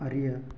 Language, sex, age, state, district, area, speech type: Tamil, male, 18-30, Tamil Nadu, Erode, rural, read